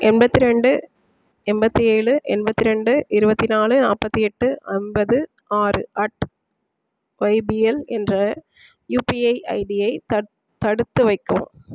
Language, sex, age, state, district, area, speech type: Tamil, female, 30-45, Tamil Nadu, Sivaganga, rural, read